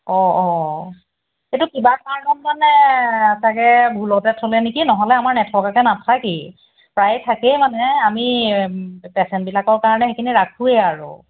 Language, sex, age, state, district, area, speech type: Assamese, female, 45-60, Assam, Golaghat, urban, conversation